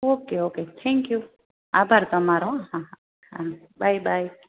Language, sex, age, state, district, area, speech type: Gujarati, female, 30-45, Gujarat, Rajkot, rural, conversation